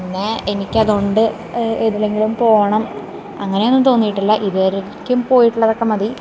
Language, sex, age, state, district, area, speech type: Malayalam, female, 18-30, Kerala, Thrissur, urban, spontaneous